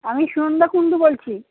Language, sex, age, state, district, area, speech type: Bengali, female, 60+, West Bengal, Birbhum, urban, conversation